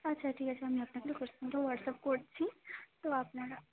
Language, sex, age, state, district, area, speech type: Bengali, female, 18-30, West Bengal, Hooghly, urban, conversation